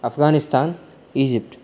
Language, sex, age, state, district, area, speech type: Sanskrit, male, 18-30, Karnataka, Uttara Kannada, rural, spontaneous